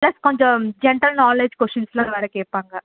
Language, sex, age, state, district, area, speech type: Tamil, female, 60+, Tamil Nadu, Cuddalore, urban, conversation